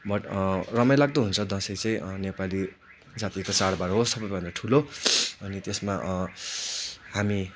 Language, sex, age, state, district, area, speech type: Nepali, male, 18-30, West Bengal, Darjeeling, rural, spontaneous